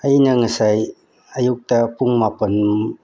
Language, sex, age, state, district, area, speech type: Manipuri, male, 60+, Manipur, Bishnupur, rural, spontaneous